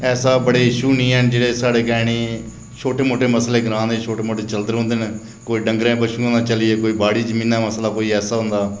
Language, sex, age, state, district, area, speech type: Dogri, male, 45-60, Jammu and Kashmir, Reasi, rural, spontaneous